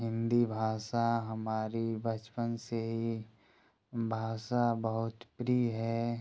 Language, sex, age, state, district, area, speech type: Hindi, male, 30-45, Uttar Pradesh, Ghazipur, rural, spontaneous